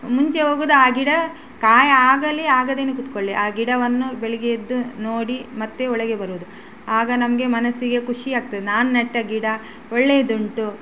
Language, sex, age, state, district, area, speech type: Kannada, female, 45-60, Karnataka, Udupi, rural, spontaneous